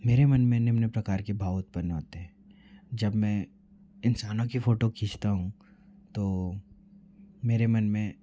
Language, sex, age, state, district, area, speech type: Hindi, male, 45-60, Madhya Pradesh, Bhopal, urban, spontaneous